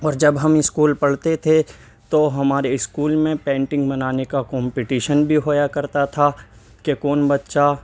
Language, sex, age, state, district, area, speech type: Urdu, male, 18-30, Delhi, East Delhi, urban, spontaneous